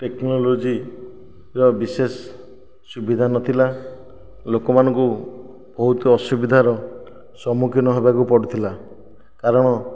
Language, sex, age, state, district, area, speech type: Odia, male, 45-60, Odisha, Nayagarh, rural, spontaneous